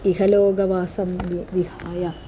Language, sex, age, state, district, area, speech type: Sanskrit, female, 18-30, Kerala, Thrissur, urban, spontaneous